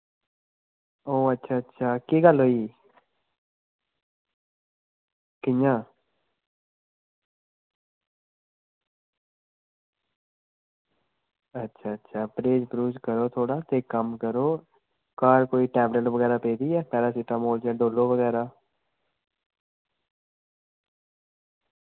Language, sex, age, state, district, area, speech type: Dogri, male, 18-30, Jammu and Kashmir, Samba, rural, conversation